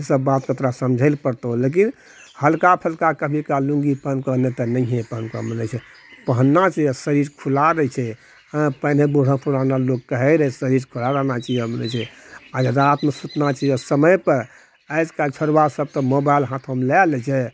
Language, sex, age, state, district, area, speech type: Maithili, male, 60+, Bihar, Purnia, rural, spontaneous